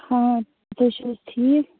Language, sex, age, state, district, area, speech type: Kashmiri, female, 30-45, Jammu and Kashmir, Baramulla, rural, conversation